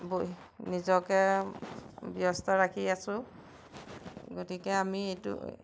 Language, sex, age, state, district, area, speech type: Assamese, female, 45-60, Assam, Majuli, rural, spontaneous